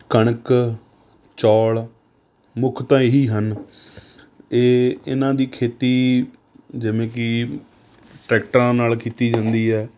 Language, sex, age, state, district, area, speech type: Punjabi, male, 30-45, Punjab, Rupnagar, rural, spontaneous